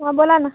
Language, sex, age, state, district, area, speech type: Marathi, female, 18-30, Maharashtra, Hingoli, urban, conversation